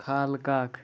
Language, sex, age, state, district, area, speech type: Kashmiri, male, 18-30, Jammu and Kashmir, Pulwama, urban, spontaneous